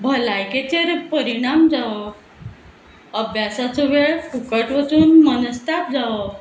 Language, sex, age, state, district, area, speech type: Goan Konkani, female, 45-60, Goa, Quepem, rural, spontaneous